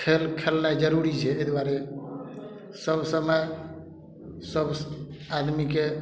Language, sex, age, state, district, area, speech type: Maithili, male, 45-60, Bihar, Madhubani, rural, spontaneous